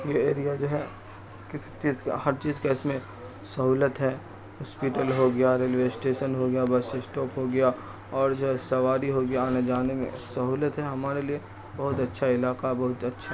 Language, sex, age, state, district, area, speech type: Urdu, male, 45-60, Bihar, Supaul, rural, spontaneous